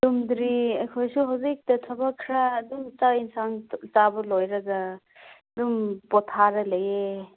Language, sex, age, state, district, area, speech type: Manipuri, female, 18-30, Manipur, Kangpokpi, urban, conversation